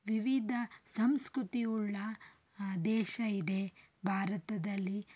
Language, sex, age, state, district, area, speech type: Kannada, female, 30-45, Karnataka, Davanagere, urban, spontaneous